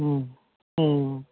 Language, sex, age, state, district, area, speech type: Maithili, male, 60+, Bihar, Saharsa, rural, conversation